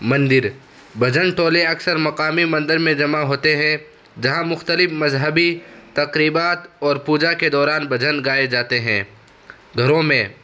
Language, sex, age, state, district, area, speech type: Urdu, male, 18-30, Uttar Pradesh, Saharanpur, urban, spontaneous